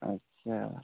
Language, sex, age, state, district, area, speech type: Maithili, male, 30-45, Bihar, Saharsa, rural, conversation